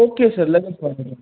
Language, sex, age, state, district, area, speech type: Marathi, male, 18-30, Maharashtra, Raigad, rural, conversation